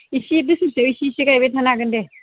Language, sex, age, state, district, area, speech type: Bodo, female, 45-60, Assam, Baksa, rural, conversation